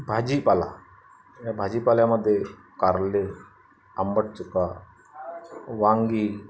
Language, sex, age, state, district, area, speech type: Marathi, male, 45-60, Maharashtra, Amravati, rural, spontaneous